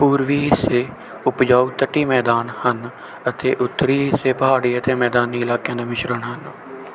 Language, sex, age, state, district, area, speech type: Punjabi, male, 18-30, Punjab, Bathinda, rural, read